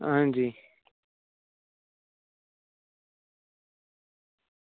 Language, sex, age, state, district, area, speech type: Dogri, female, 30-45, Jammu and Kashmir, Reasi, urban, conversation